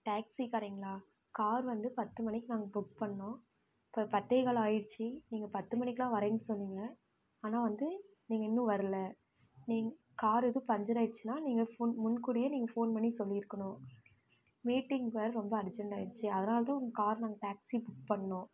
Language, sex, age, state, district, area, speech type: Tamil, female, 18-30, Tamil Nadu, Namakkal, rural, spontaneous